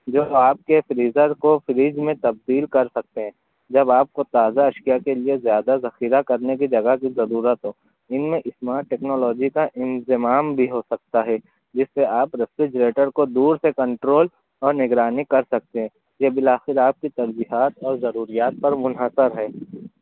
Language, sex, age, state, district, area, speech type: Urdu, male, 18-30, Maharashtra, Nashik, urban, conversation